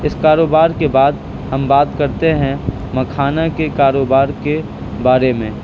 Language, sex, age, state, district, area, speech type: Urdu, male, 18-30, Bihar, Purnia, rural, spontaneous